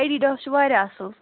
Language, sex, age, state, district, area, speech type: Kashmiri, female, 30-45, Jammu and Kashmir, Anantnag, rural, conversation